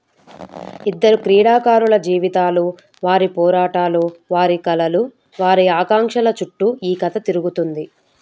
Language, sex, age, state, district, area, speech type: Telugu, female, 30-45, Telangana, Medchal, urban, read